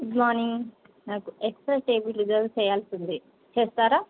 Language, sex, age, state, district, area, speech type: Telugu, female, 30-45, Telangana, Bhadradri Kothagudem, urban, conversation